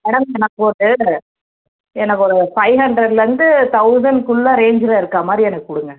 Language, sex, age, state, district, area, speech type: Tamil, female, 30-45, Tamil Nadu, Chennai, urban, conversation